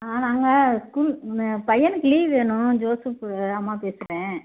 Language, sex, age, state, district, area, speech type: Tamil, female, 45-60, Tamil Nadu, Tiruchirappalli, rural, conversation